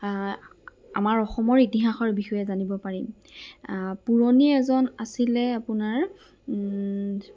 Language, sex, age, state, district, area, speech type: Assamese, female, 18-30, Assam, Lakhimpur, rural, spontaneous